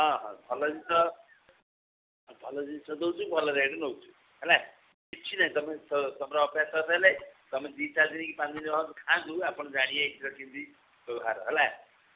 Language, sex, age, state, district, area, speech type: Odia, female, 60+, Odisha, Sundergarh, rural, conversation